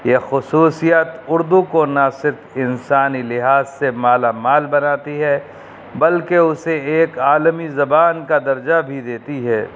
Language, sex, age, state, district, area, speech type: Urdu, male, 30-45, Uttar Pradesh, Rampur, urban, spontaneous